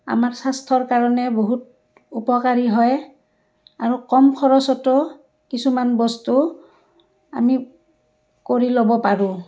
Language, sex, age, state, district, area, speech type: Assamese, female, 60+, Assam, Barpeta, rural, spontaneous